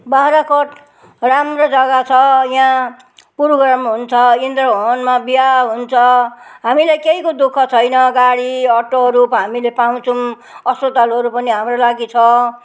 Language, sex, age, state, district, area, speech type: Nepali, female, 60+, West Bengal, Jalpaiguri, rural, spontaneous